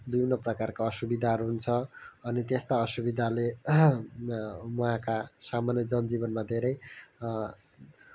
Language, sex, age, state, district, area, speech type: Nepali, male, 18-30, West Bengal, Kalimpong, rural, spontaneous